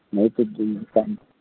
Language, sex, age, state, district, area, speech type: Hindi, male, 60+, Uttar Pradesh, Ayodhya, rural, conversation